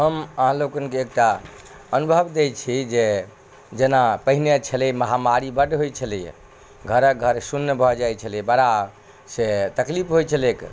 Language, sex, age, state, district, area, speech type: Maithili, male, 60+, Bihar, Madhubani, rural, spontaneous